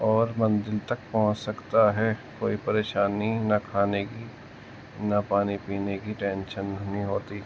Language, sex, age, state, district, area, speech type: Urdu, male, 45-60, Uttar Pradesh, Muzaffarnagar, urban, spontaneous